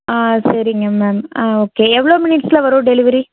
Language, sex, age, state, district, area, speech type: Tamil, female, 18-30, Tamil Nadu, Erode, rural, conversation